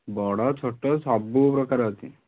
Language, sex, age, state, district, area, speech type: Odia, male, 18-30, Odisha, Kalahandi, rural, conversation